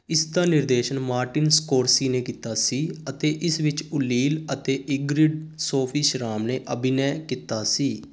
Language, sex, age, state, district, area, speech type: Punjabi, male, 18-30, Punjab, Sangrur, urban, read